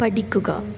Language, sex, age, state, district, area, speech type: Malayalam, female, 18-30, Kerala, Kasaragod, rural, read